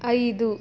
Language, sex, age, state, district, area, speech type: Kannada, female, 30-45, Karnataka, Chitradurga, rural, read